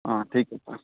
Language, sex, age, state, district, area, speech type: Hindi, male, 18-30, Rajasthan, Nagaur, rural, conversation